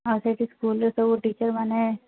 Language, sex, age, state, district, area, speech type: Odia, female, 18-30, Odisha, Sundergarh, urban, conversation